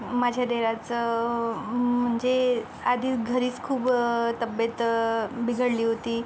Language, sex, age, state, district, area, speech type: Marathi, female, 60+, Maharashtra, Yavatmal, rural, spontaneous